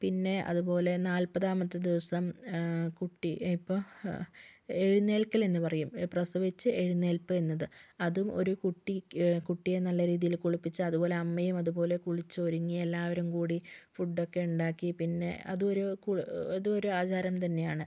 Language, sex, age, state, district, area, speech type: Malayalam, female, 18-30, Kerala, Kozhikode, urban, spontaneous